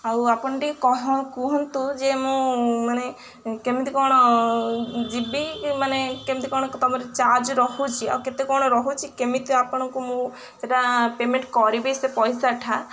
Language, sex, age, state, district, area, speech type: Odia, female, 18-30, Odisha, Kendrapara, urban, spontaneous